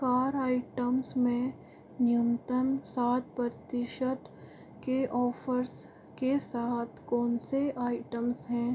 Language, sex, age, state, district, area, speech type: Hindi, female, 45-60, Rajasthan, Jaipur, urban, read